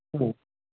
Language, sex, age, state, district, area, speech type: Tamil, male, 45-60, Tamil Nadu, Nagapattinam, rural, conversation